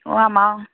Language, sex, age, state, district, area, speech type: Assamese, female, 30-45, Assam, Majuli, rural, conversation